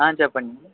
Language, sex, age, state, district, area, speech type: Telugu, male, 18-30, Andhra Pradesh, West Godavari, rural, conversation